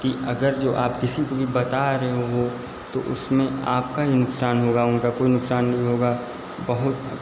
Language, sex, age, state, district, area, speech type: Hindi, male, 30-45, Uttar Pradesh, Lucknow, rural, spontaneous